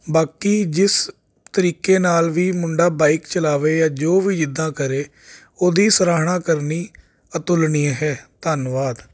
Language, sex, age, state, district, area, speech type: Punjabi, male, 30-45, Punjab, Jalandhar, urban, spontaneous